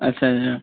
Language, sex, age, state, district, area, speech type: Dogri, male, 18-30, Jammu and Kashmir, Kathua, rural, conversation